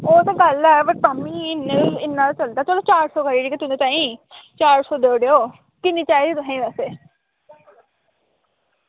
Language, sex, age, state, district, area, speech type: Dogri, female, 18-30, Jammu and Kashmir, Samba, rural, conversation